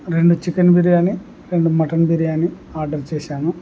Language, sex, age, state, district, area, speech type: Telugu, male, 18-30, Andhra Pradesh, Kurnool, urban, spontaneous